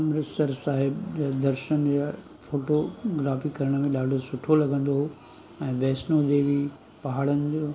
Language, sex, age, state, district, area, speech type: Sindhi, male, 45-60, Gujarat, Surat, urban, spontaneous